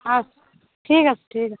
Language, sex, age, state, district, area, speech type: Bengali, female, 18-30, West Bengal, Uttar Dinajpur, urban, conversation